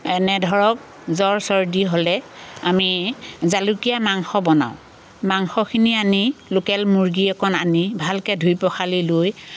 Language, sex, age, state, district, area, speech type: Assamese, female, 45-60, Assam, Biswanath, rural, spontaneous